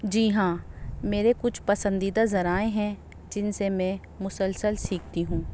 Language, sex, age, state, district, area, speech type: Urdu, female, 30-45, Delhi, North East Delhi, urban, spontaneous